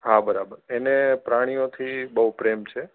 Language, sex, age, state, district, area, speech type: Gujarati, male, 18-30, Gujarat, Junagadh, urban, conversation